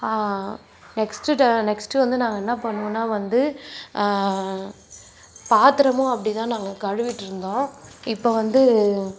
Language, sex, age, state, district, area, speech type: Tamil, female, 30-45, Tamil Nadu, Nagapattinam, rural, spontaneous